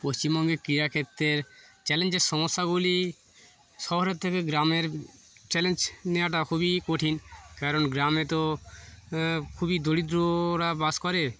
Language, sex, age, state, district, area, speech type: Bengali, male, 30-45, West Bengal, Darjeeling, urban, spontaneous